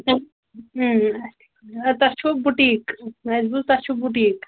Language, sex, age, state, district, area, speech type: Kashmiri, female, 18-30, Jammu and Kashmir, Pulwama, rural, conversation